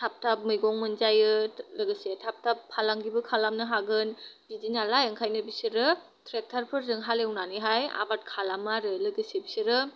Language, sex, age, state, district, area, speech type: Bodo, female, 18-30, Assam, Kokrajhar, rural, spontaneous